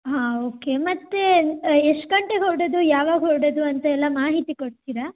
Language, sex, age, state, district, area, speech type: Kannada, female, 18-30, Karnataka, Shimoga, rural, conversation